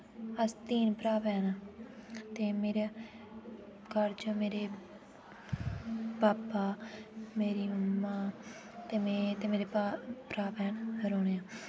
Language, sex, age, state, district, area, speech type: Dogri, female, 18-30, Jammu and Kashmir, Udhampur, urban, spontaneous